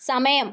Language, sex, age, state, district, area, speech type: Malayalam, female, 18-30, Kerala, Kannur, rural, read